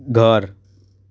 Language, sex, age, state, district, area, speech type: Gujarati, male, 18-30, Gujarat, Surat, urban, read